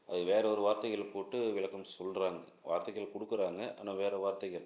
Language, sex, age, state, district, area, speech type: Tamil, male, 45-60, Tamil Nadu, Salem, urban, spontaneous